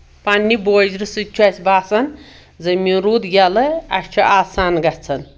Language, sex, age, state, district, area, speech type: Kashmiri, female, 60+, Jammu and Kashmir, Anantnag, rural, spontaneous